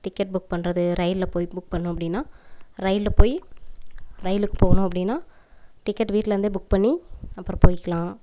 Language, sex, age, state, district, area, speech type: Tamil, female, 30-45, Tamil Nadu, Coimbatore, rural, spontaneous